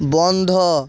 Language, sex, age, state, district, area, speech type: Bengali, male, 45-60, West Bengal, South 24 Parganas, rural, read